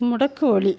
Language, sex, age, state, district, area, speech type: Tamil, female, 60+, Tamil Nadu, Erode, rural, read